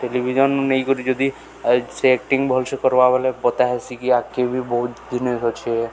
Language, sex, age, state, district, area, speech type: Odia, male, 18-30, Odisha, Balangir, urban, spontaneous